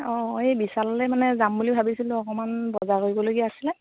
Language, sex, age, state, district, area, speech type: Assamese, female, 30-45, Assam, Lakhimpur, rural, conversation